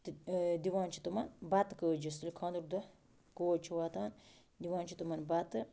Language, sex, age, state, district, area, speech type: Kashmiri, female, 30-45, Jammu and Kashmir, Baramulla, rural, spontaneous